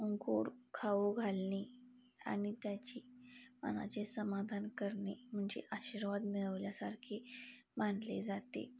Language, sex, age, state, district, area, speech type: Marathi, female, 18-30, Maharashtra, Sangli, rural, spontaneous